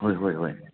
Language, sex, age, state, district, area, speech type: Manipuri, male, 60+, Manipur, Churachandpur, urban, conversation